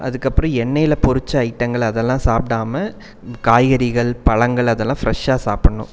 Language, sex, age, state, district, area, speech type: Tamil, male, 30-45, Tamil Nadu, Coimbatore, rural, spontaneous